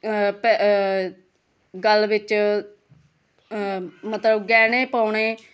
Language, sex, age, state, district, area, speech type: Punjabi, female, 30-45, Punjab, Hoshiarpur, rural, spontaneous